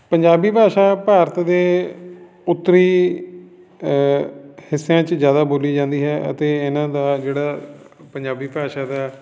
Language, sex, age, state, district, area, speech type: Punjabi, male, 45-60, Punjab, Fatehgarh Sahib, urban, spontaneous